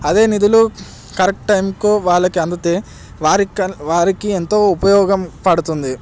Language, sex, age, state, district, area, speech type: Telugu, male, 18-30, Telangana, Hyderabad, urban, spontaneous